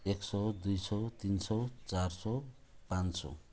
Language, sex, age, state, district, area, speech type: Nepali, male, 45-60, West Bengal, Jalpaiguri, rural, spontaneous